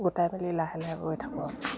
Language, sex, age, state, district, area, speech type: Assamese, female, 45-60, Assam, Dibrugarh, rural, spontaneous